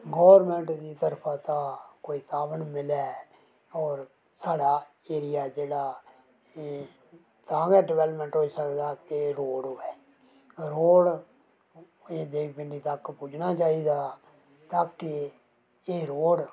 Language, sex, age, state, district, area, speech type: Dogri, male, 60+, Jammu and Kashmir, Reasi, rural, spontaneous